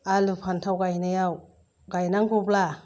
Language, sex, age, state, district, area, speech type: Bodo, female, 60+, Assam, Chirang, rural, spontaneous